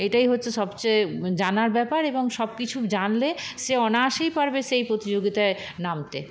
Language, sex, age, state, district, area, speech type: Bengali, female, 30-45, West Bengal, Paschim Bardhaman, rural, spontaneous